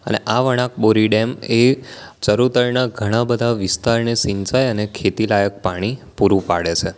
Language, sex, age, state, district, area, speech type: Gujarati, male, 18-30, Gujarat, Anand, urban, spontaneous